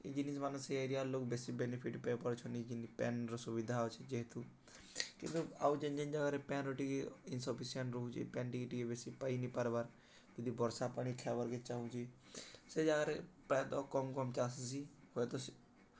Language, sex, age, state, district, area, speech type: Odia, male, 18-30, Odisha, Balangir, urban, spontaneous